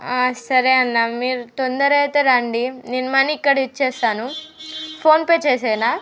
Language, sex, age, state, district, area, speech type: Telugu, female, 18-30, Telangana, Mancherial, rural, spontaneous